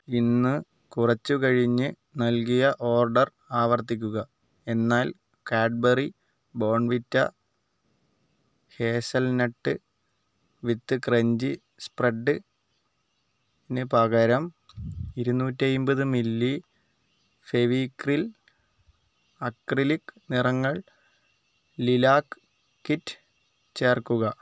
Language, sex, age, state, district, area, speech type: Malayalam, male, 45-60, Kerala, Wayanad, rural, read